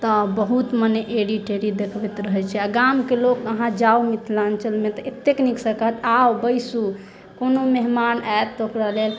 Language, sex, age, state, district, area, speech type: Maithili, female, 30-45, Bihar, Sitamarhi, urban, spontaneous